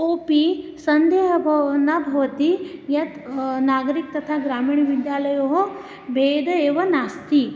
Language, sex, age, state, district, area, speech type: Sanskrit, female, 30-45, Maharashtra, Nagpur, urban, spontaneous